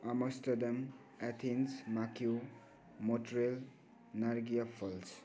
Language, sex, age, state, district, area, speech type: Nepali, male, 18-30, West Bengal, Kalimpong, rural, spontaneous